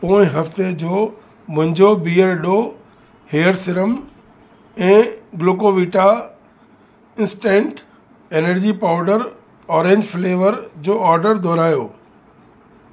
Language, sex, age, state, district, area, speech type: Sindhi, male, 60+, Uttar Pradesh, Lucknow, urban, read